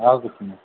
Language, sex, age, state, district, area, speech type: Odia, male, 45-60, Odisha, Koraput, urban, conversation